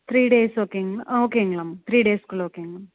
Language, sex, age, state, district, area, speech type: Tamil, female, 18-30, Tamil Nadu, Coimbatore, rural, conversation